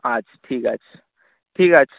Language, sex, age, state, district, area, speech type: Bengali, male, 18-30, West Bengal, Dakshin Dinajpur, urban, conversation